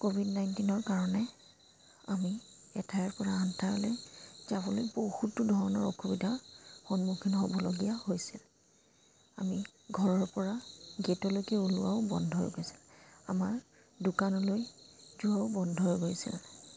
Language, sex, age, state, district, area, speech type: Assamese, female, 30-45, Assam, Charaideo, urban, spontaneous